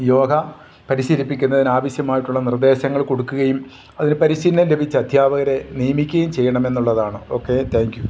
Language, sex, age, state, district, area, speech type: Malayalam, male, 45-60, Kerala, Idukki, rural, spontaneous